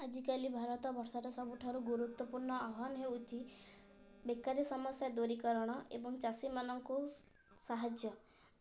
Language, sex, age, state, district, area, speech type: Odia, female, 18-30, Odisha, Kendrapara, urban, spontaneous